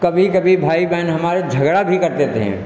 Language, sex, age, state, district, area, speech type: Hindi, male, 60+, Uttar Pradesh, Lucknow, rural, spontaneous